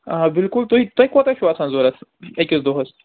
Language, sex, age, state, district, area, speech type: Kashmiri, male, 45-60, Jammu and Kashmir, Budgam, urban, conversation